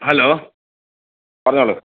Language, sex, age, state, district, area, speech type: Malayalam, male, 60+, Kerala, Alappuzha, rural, conversation